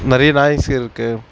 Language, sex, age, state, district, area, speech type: Tamil, male, 60+, Tamil Nadu, Mayiladuthurai, rural, spontaneous